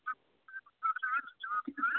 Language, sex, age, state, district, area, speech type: Hindi, female, 18-30, Bihar, Samastipur, rural, conversation